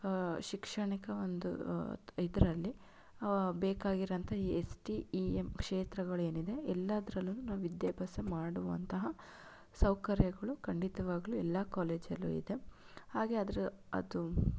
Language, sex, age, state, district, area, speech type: Kannada, female, 30-45, Karnataka, Chitradurga, urban, spontaneous